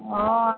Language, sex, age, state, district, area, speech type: Odia, female, 45-60, Odisha, Sambalpur, rural, conversation